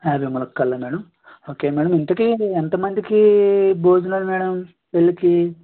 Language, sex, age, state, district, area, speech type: Telugu, male, 18-30, Andhra Pradesh, East Godavari, rural, conversation